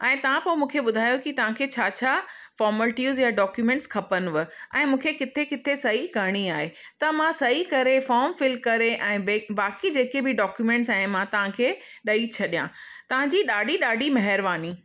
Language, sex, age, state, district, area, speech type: Sindhi, female, 45-60, Rajasthan, Ajmer, urban, spontaneous